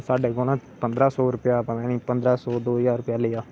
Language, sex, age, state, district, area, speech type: Dogri, male, 18-30, Jammu and Kashmir, Samba, urban, spontaneous